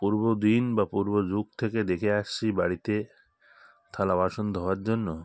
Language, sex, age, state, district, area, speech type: Bengali, male, 45-60, West Bengal, Hooghly, urban, spontaneous